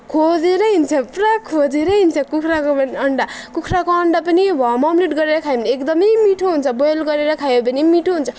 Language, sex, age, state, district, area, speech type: Nepali, female, 30-45, West Bengal, Alipurduar, urban, spontaneous